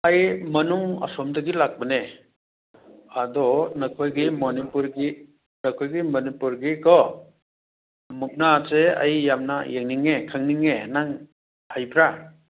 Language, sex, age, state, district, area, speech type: Manipuri, male, 60+, Manipur, Churachandpur, urban, conversation